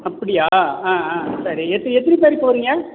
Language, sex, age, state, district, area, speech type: Tamil, male, 45-60, Tamil Nadu, Cuddalore, urban, conversation